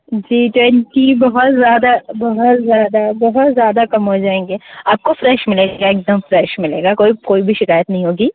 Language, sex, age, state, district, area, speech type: Hindi, female, 30-45, Uttar Pradesh, Sitapur, rural, conversation